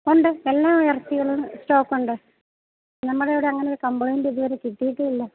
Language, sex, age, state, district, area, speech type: Malayalam, female, 30-45, Kerala, Idukki, rural, conversation